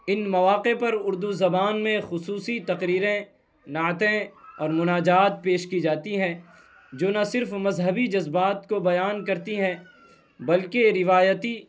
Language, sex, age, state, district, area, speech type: Urdu, male, 18-30, Bihar, Purnia, rural, spontaneous